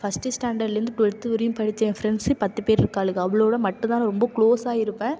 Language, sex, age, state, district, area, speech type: Tamil, female, 18-30, Tamil Nadu, Nagapattinam, rural, spontaneous